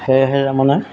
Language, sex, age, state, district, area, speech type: Assamese, male, 60+, Assam, Golaghat, rural, spontaneous